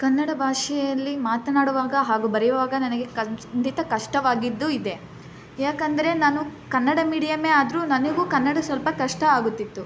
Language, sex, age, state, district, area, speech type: Kannada, female, 18-30, Karnataka, Chitradurga, rural, spontaneous